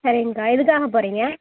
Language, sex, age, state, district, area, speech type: Tamil, female, 18-30, Tamil Nadu, Kallakurichi, rural, conversation